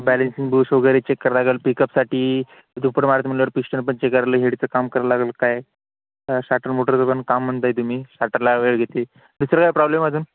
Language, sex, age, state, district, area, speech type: Marathi, male, 18-30, Maharashtra, Hingoli, urban, conversation